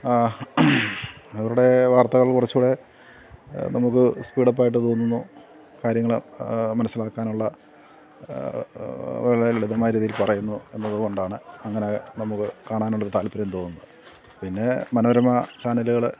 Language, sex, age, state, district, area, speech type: Malayalam, male, 45-60, Kerala, Kottayam, rural, spontaneous